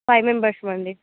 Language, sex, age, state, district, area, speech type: Telugu, female, 18-30, Telangana, Nirmal, rural, conversation